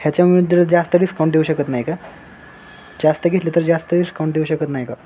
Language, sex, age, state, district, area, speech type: Marathi, male, 18-30, Maharashtra, Sangli, urban, spontaneous